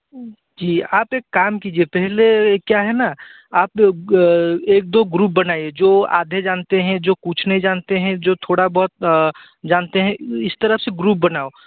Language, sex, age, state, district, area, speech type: Hindi, male, 18-30, Rajasthan, Jaipur, urban, conversation